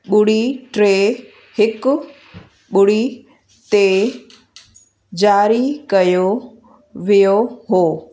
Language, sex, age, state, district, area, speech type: Sindhi, female, 45-60, Uttar Pradesh, Lucknow, urban, read